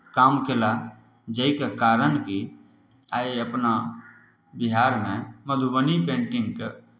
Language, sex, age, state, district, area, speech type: Maithili, male, 30-45, Bihar, Samastipur, urban, spontaneous